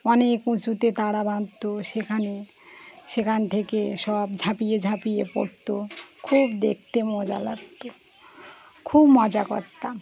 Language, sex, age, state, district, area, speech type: Bengali, female, 30-45, West Bengal, Birbhum, urban, spontaneous